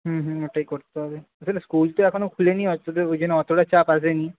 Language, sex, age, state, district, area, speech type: Bengali, male, 18-30, West Bengal, Nadia, rural, conversation